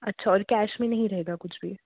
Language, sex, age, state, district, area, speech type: Hindi, female, 30-45, Madhya Pradesh, Jabalpur, urban, conversation